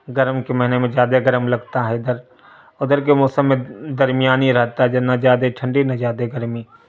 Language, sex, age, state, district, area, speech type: Urdu, male, 30-45, Bihar, Darbhanga, urban, spontaneous